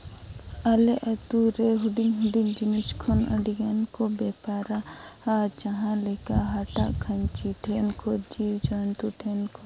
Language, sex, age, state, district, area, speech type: Santali, female, 18-30, Jharkhand, Seraikela Kharsawan, rural, spontaneous